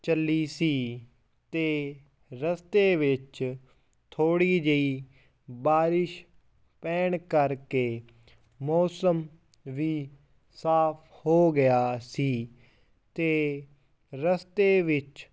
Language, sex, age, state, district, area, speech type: Punjabi, male, 18-30, Punjab, Fazilka, rural, spontaneous